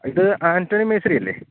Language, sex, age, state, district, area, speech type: Malayalam, male, 30-45, Kerala, Thiruvananthapuram, urban, conversation